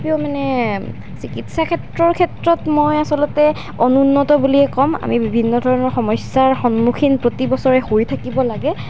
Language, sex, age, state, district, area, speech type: Assamese, female, 18-30, Assam, Nalbari, rural, spontaneous